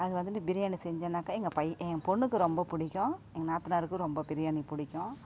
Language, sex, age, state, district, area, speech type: Tamil, female, 45-60, Tamil Nadu, Kallakurichi, urban, spontaneous